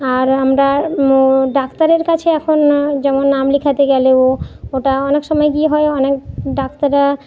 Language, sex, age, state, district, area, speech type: Bengali, female, 30-45, West Bengal, Jhargram, rural, spontaneous